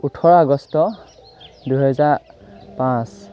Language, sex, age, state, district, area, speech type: Assamese, male, 18-30, Assam, Sivasagar, rural, spontaneous